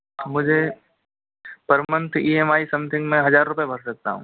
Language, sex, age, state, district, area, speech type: Hindi, male, 30-45, Rajasthan, Karauli, rural, conversation